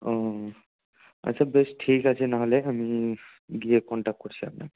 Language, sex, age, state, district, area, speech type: Bengali, male, 18-30, West Bengal, Murshidabad, urban, conversation